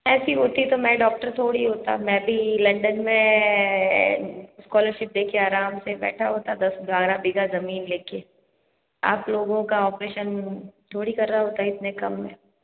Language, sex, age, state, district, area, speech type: Hindi, female, 60+, Rajasthan, Jodhpur, urban, conversation